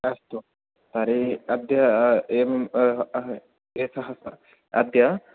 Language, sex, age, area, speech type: Sanskrit, male, 18-30, rural, conversation